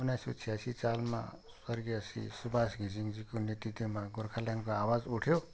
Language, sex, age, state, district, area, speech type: Nepali, male, 60+, West Bengal, Kalimpong, rural, spontaneous